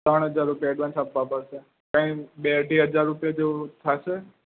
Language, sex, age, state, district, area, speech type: Gujarati, male, 18-30, Gujarat, Ahmedabad, urban, conversation